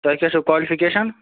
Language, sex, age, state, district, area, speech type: Kashmiri, male, 45-60, Jammu and Kashmir, Budgam, rural, conversation